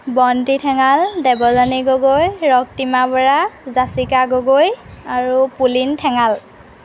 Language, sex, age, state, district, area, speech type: Assamese, female, 18-30, Assam, Golaghat, urban, spontaneous